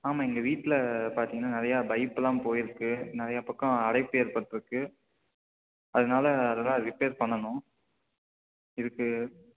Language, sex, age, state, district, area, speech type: Tamil, male, 18-30, Tamil Nadu, Tiruppur, rural, conversation